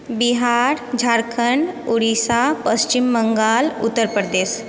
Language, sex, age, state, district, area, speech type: Maithili, female, 30-45, Bihar, Purnia, urban, spontaneous